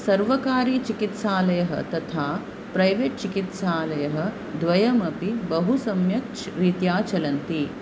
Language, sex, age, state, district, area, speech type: Sanskrit, female, 45-60, Maharashtra, Pune, urban, spontaneous